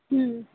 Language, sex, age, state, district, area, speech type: Gujarati, female, 18-30, Gujarat, Valsad, rural, conversation